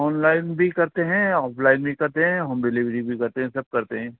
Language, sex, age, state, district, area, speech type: Urdu, male, 45-60, Uttar Pradesh, Rampur, urban, conversation